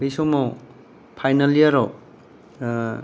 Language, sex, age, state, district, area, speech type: Bodo, male, 30-45, Assam, Kokrajhar, urban, spontaneous